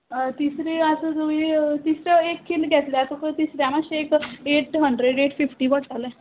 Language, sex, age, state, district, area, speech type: Goan Konkani, female, 18-30, Goa, Murmgao, rural, conversation